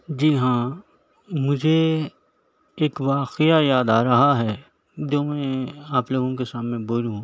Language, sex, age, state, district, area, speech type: Urdu, male, 60+, Telangana, Hyderabad, urban, spontaneous